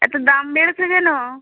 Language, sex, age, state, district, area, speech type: Bengali, female, 30-45, West Bengal, Uttar Dinajpur, urban, conversation